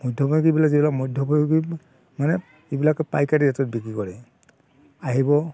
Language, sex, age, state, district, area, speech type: Assamese, male, 45-60, Assam, Barpeta, rural, spontaneous